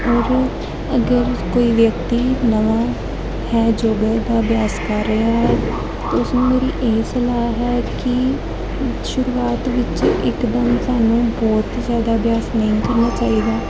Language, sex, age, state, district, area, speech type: Punjabi, female, 18-30, Punjab, Gurdaspur, urban, spontaneous